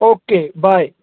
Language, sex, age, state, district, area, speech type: Urdu, male, 60+, Maharashtra, Nashik, rural, conversation